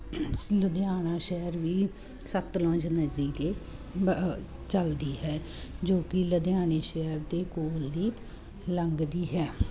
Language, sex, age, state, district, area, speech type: Punjabi, female, 30-45, Punjab, Muktsar, urban, spontaneous